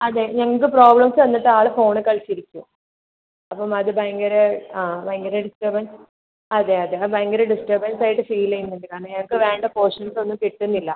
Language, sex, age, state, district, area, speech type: Malayalam, male, 18-30, Kerala, Kozhikode, urban, conversation